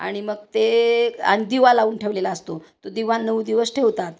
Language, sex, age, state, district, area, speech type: Marathi, female, 60+, Maharashtra, Osmanabad, rural, spontaneous